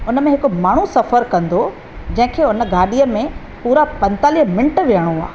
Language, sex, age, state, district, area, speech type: Sindhi, female, 45-60, Maharashtra, Thane, urban, spontaneous